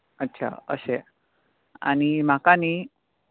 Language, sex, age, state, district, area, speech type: Goan Konkani, male, 18-30, Goa, Bardez, rural, conversation